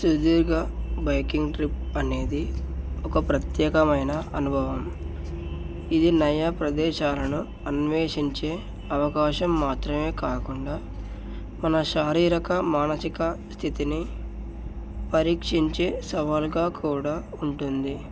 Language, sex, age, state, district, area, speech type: Telugu, male, 18-30, Telangana, Narayanpet, urban, spontaneous